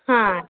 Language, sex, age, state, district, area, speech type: Kannada, female, 18-30, Karnataka, Bidar, urban, conversation